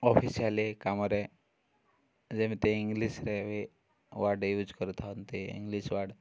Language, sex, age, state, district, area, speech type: Odia, male, 18-30, Odisha, Koraput, urban, spontaneous